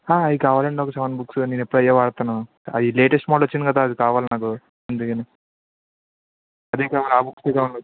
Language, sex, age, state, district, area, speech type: Telugu, male, 18-30, Andhra Pradesh, Anakapalli, rural, conversation